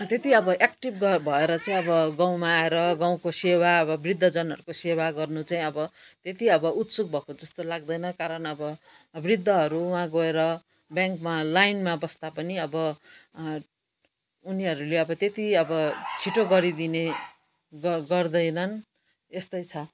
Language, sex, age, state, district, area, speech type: Nepali, female, 60+, West Bengal, Kalimpong, rural, spontaneous